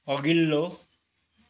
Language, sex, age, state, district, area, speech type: Nepali, male, 60+, West Bengal, Kalimpong, rural, read